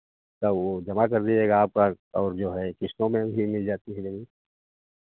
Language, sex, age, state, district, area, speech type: Hindi, male, 60+, Uttar Pradesh, Sitapur, rural, conversation